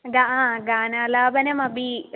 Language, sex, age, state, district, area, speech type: Sanskrit, female, 18-30, Kerala, Kollam, rural, conversation